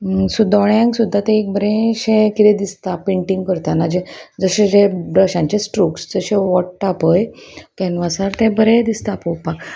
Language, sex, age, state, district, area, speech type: Goan Konkani, female, 30-45, Goa, Salcete, rural, spontaneous